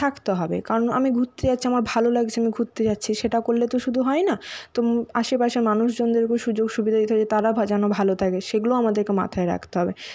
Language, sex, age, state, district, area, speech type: Bengali, female, 45-60, West Bengal, Nadia, urban, spontaneous